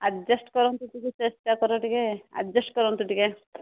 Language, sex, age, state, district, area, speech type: Odia, female, 45-60, Odisha, Angul, rural, conversation